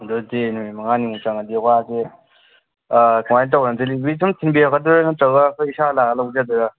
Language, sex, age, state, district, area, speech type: Manipuri, male, 18-30, Manipur, Kangpokpi, urban, conversation